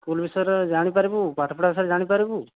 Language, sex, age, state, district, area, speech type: Odia, male, 18-30, Odisha, Boudh, rural, conversation